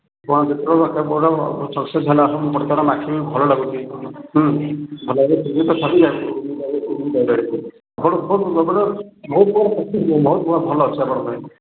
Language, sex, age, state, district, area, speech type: Odia, male, 45-60, Odisha, Ganjam, urban, conversation